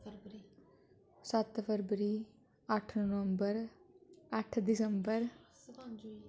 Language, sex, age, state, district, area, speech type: Dogri, female, 30-45, Jammu and Kashmir, Udhampur, rural, spontaneous